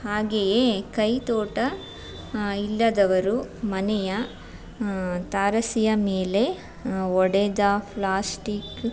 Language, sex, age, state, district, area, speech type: Kannada, female, 30-45, Karnataka, Chamarajanagar, rural, spontaneous